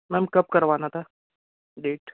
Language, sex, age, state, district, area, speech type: Hindi, male, 18-30, Madhya Pradesh, Bhopal, rural, conversation